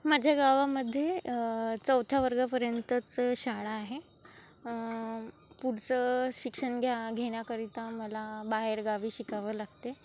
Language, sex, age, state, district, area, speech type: Marathi, female, 18-30, Maharashtra, Wardha, rural, spontaneous